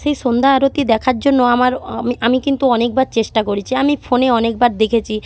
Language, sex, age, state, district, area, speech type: Bengali, female, 18-30, West Bengal, Jhargram, rural, spontaneous